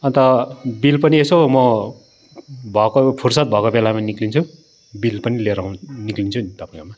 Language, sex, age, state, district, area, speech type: Nepali, male, 45-60, West Bengal, Darjeeling, rural, spontaneous